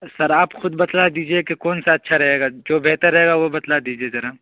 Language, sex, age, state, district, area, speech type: Urdu, male, 18-30, Uttar Pradesh, Saharanpur, urban, conversation